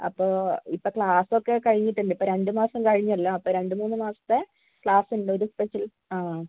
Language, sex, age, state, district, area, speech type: Malayalam, female, 30-45, Kerala, Wayanad, rural, conversation